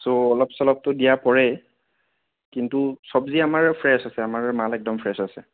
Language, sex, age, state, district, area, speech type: Assamese, male, 30-45, Assam, Kamrup Metropolitan, urban, conversation